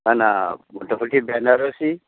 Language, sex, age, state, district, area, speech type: Bengali, male, 60+, West Bengal, Hooghly, rural, conversation